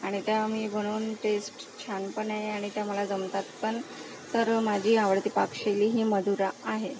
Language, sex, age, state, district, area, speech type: Marathi, female, 18-30, Maharashtra, Akola, rural, spontaneous